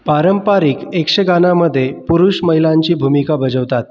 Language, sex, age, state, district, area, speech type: Marathi, male, 30-45, Maharashtra, Buldhana, urban, read